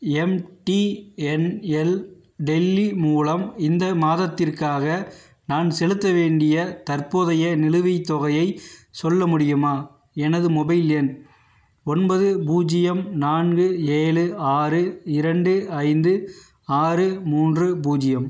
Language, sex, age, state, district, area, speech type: Tamil, male, 30-45, Tamil Nadu, Theni, rural, read